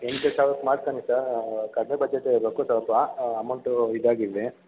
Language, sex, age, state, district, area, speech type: Kannada, male, 18-30, Karnataka, Mandya, rural, conversation